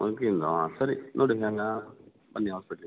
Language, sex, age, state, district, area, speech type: Kannada, male, 45-60, Karnataka, Dakshina Kannada, rural, conversation